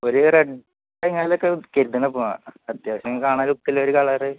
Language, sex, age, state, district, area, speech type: Malayalam, male, 18-30, Kerala, Malappuram, rural, conversation